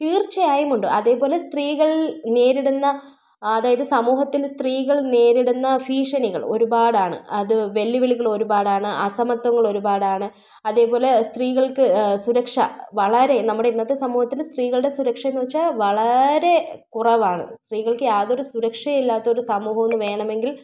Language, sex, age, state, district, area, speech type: Malayalam, female, 30-45, Kerala, Thiruvananthapuram, rural, spontaneous